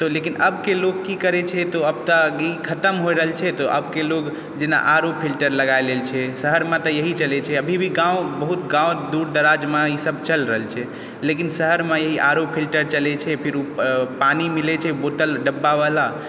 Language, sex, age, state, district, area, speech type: Maithili, male, 18-30, Bihar, Purnia, urban, spontaneous